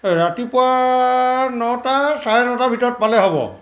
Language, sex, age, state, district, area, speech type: Assamese, male, 45-60, Assam, Charaideo, urban, spontaneous